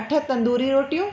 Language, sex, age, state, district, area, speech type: Sindhi, female, 30-45, Delhi, South Delhi, urban, spontaneous